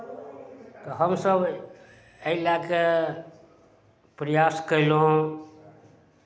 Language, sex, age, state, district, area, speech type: Maithili, male, 60+, Bihar, Araria, rural, spontaneous